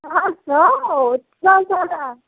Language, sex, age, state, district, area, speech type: Hindi, female, 18-30, Uttar Pradesh, Prayagraj, rural, conversation